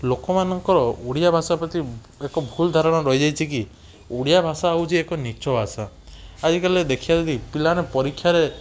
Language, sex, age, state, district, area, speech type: Odia, male, 18-30, Odisha, Cuttack, urban, spontaneous